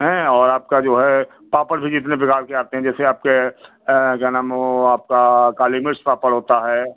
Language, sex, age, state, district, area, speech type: Hindi, male, 60+, Uttar Pradesh, Lucknow, rural, conversation